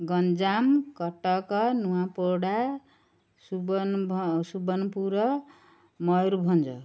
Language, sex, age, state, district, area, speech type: Odia, female, 30-45, Odisha, Ganjam, urban, spontaneous